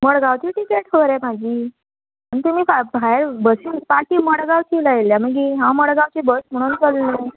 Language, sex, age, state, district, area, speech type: Goan Konkani, female, 18-30, Goa, Murmgao, rural, conversation